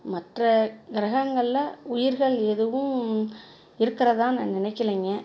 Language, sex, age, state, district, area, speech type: Tamil, female, 45-60, Tamil Nadu, Dharmapuri, rural, spontaneous